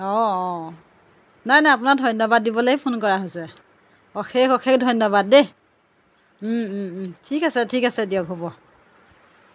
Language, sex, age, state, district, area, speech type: Assamese, female, 30-45, Assam, Jorhat, urban, spontaneous